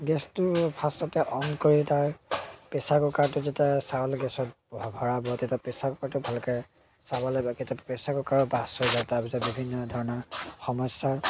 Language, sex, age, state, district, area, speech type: Assamese, male, 30-45, Assam, Biswanath, rural, spontaneous